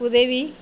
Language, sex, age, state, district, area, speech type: Tamil, female, 45-60, Tamil Nadu, Perambalur, rural, read